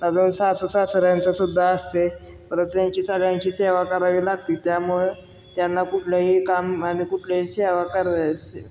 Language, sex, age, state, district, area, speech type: Marathi, male, 18-30, Maharashtra, Osmanabad, rural, spontaneous